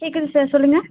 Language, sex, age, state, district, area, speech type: Tamil, female, 30-45, Tamil Nadu, Nilgiris, urban, conversation